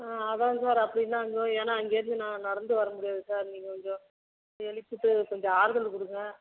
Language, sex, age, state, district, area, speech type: Tamil, female, 45-60, Tamil Nadu, Tiruchirappalli, rural, conversation